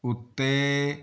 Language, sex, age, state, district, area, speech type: Punjabi, male, 60+, Punjab, Fazilka, rural, read